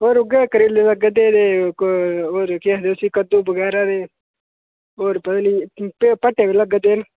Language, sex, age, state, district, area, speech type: Dogri, male, 18-30, Jammu and Kashmir, Udhampur, rural, conversation